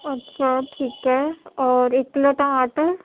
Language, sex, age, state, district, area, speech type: Urdu, female, 18-30, Uttar Pradesh, Gautam Buddha Nagar, urban, conversation